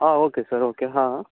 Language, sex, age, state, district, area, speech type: Kannada, male, 18-30, Karnataka, Shimoga, rural, conversation